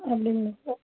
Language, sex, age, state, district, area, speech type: Tamil, female, 45-60, Tamil Nadu, Krishnagiri, rural, conversation